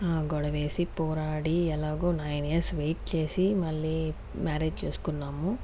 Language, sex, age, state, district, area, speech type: Telugu, female, 30-45, Andhra Pradesh, Sri Balaji, rural, spontaneous